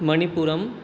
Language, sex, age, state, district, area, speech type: Sanskrit, male, 18-30, West Bengal, Alipurduar, rural, spontaneous